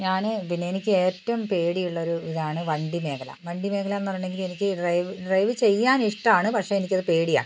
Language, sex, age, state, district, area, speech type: Malayalam, female, 60+, Kerala, Wayanad, rural, spontaneous